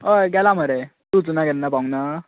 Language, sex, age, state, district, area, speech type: Goan Konkani, male, 18-30, Goa, Bardez, urban, conversation